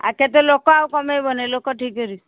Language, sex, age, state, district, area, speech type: Odia, female, 60+, Odisha, Angul, rural, conversation